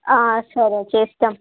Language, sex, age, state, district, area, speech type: Telugu, female, 18-30, Andhra Pradesh, Visakhapatnam, urban, conversation